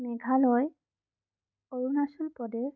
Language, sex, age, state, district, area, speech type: Assamese, female, 18-30, Assam, Sonitpur, rural, spontaneous